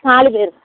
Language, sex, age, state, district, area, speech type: Tamil, female, 45-60, Tamil Nadu, Thoothukudi, rural, conversation